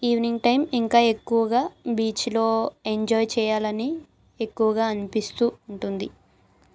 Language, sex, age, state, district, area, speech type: Telugu, female, 18-30, Andhra Pradesh, Anakapalli, rural, spontaneous